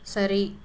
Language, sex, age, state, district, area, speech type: Tamil, female, 30-45, Tamil Nadu, Dharmapuri, rural, read